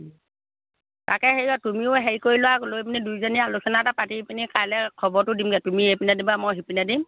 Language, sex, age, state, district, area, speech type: Assamese, female, 30-45, Assam, Lakhimpur, rural, conversation